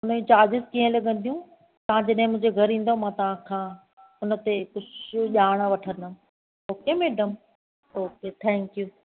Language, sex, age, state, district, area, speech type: Sindhi, female, 45-60, Maharashtra, Thane, urban, conversation